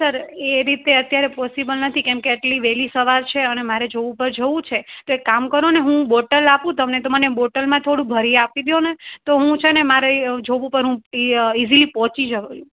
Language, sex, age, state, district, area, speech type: Gujarati, female, 30-45, Gujarat, Rajkot, rural, conversation